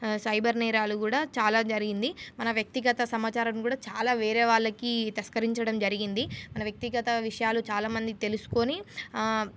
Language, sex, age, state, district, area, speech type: Telugu, female, 18-30, Telangana, Nizamabad, urban, spontaneous